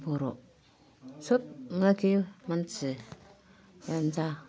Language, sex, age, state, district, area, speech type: Bodo, female, 45-60, Assam, Kokrajhar, urban, spontaneous